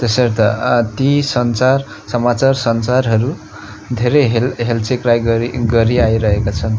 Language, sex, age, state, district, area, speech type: Nepali, male, 18-30, West Bengal, Darjeeling, rural, spontaneous